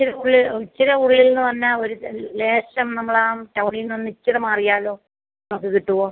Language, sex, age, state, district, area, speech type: Malayalam, female, 45-60, Kerala, Pathanamthitta, rural, conversation